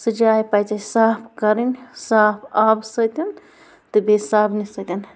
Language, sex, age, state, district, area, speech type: Kashmiri, female, 18-30, Jammu and Kashmir, Bandipora, rural, spontaneous